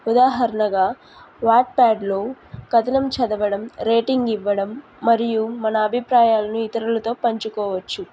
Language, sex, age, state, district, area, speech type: Telugu, female, 18-30, Andhra Pradesh, Nellore, rural, spontaneous